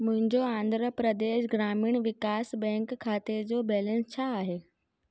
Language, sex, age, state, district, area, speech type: Sindhi, female, 30-45, Gujarat, Surat, urban, read